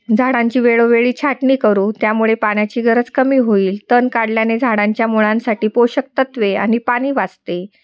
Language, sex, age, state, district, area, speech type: Marathi, female, 30-45, Maharashtra, Nashik, urban, spontaneous